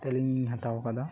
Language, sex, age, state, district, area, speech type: Santali, male, 18-30, West Bengal, Paschim Bardhaman, rural, spontaneous